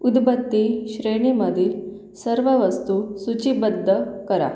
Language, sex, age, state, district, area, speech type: Marathi, female, 18-30, Maharashtra, Akola, urban, read